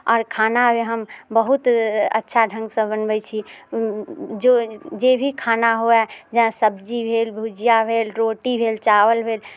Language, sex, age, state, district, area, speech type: Maithili, female, 18-30, Bihar, Muzaffarpur, rural, spontaneous